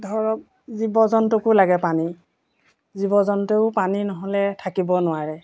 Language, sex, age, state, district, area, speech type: Assamese, female, 45-60, Assam, Golaghat, rural, spontaneous